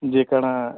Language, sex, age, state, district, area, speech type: Odia, male, 45-60, Odisha, Nuapada, urban, conversation